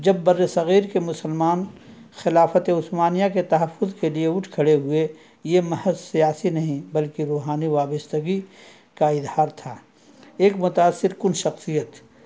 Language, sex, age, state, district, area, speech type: Urdu, male, 60+, Uttar Pradesh, Azamgarh, rural, spontaneous